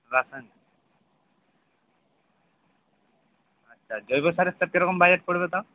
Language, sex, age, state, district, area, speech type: Bengali, male, 45-60, West Bengal, Purba Medinipur, rural, conversation